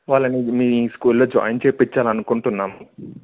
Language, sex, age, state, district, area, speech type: Telugu, male, 18-30, Andhra Pradesh, Annamaya, rural, conversation